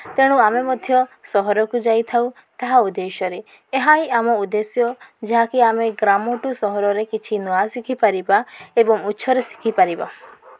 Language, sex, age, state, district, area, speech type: Odia, female, 30-45, Odisha, Koraput, urban, spontaneous